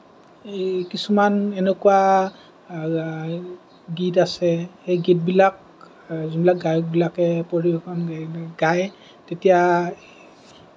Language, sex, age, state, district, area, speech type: Assamese, male, 30-45, Assam, Kamrup Metropolitan, urban, spontaneous